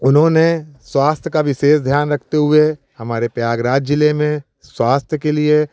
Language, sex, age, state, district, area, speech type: Hindi, male, 45-60, Uttar Pradesh, Prayagraj, urban, spontaneous